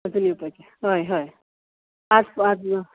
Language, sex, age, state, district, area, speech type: Goan Konkani, female, 45-60, Goa, Canacona, rural, conversation